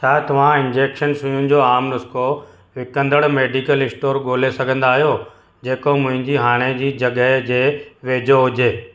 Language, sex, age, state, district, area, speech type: Sindhi, male, 45-60, Gujarat, Surat, urban, read